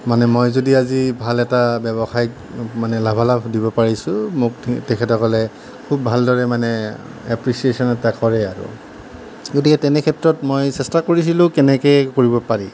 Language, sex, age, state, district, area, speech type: Assamese, male, 30-45, Assam, Nalbari, rural, spontaneous